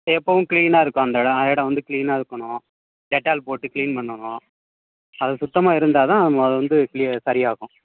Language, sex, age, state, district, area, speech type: Tamil, male, 30-45, Tamil Nadu, Thanjavur, rural, conversation